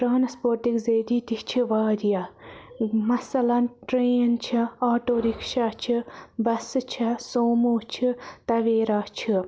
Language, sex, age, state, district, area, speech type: Kashmiri, female, 18-30, Jammu and Kashmir, Baramulla, rural, spontaneous